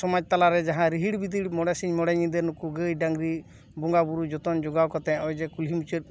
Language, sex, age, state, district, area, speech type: Santali, male, 45-60, West Bengal, Paschim Bardhaman, urban, spontaneous